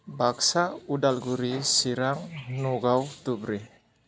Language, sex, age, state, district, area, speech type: Bodo, male, 30-45, Assam, Kokrajhar, rural, spontaneous